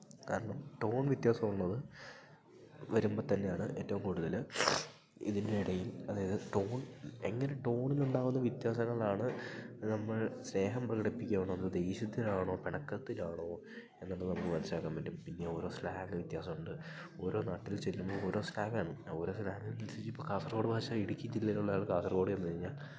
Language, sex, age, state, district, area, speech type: Malayalam, male, 18-30, Kerala, Idukki, rural, spontaneous